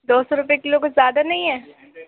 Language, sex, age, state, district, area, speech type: Urdu, female, 18-30, Uttar Pradesh, Gautam Buddha Nagar, rural, conversation